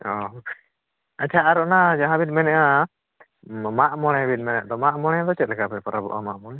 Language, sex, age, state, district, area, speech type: Santali, male, 45-60, Odisha, Mayurbhanj, rural, conversation